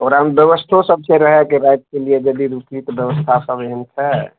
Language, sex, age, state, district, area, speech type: Maithili, male, 60+, Bihar, Araria, rural, conversation